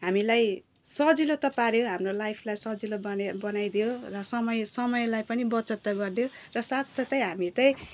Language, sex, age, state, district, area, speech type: Nepali, female, 30-45, West Bengal, Jalpaiguri, urban, spontaneous